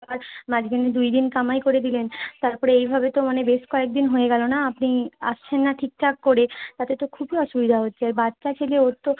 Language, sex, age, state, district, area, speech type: Bengali, female, 30-45, West Bengal, Bankura, urban, conversation